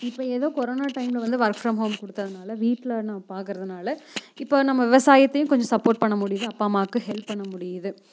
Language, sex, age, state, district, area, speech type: Tamil, female, 18-30, Tamil Nadu, Coimbatore, rural, spontaneous